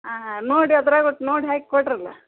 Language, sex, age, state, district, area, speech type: Kannada, female, 60+, Karnataka, Gadag, urban, conversation